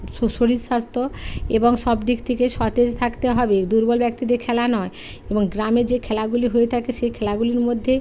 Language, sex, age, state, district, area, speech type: Bengali, female, 45-60, West Bengal, Hooghly, rural, spontaneous